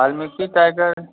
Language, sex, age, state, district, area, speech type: Maithili, male, 30-45, Bihar, Muzaffarpur, urban, conversation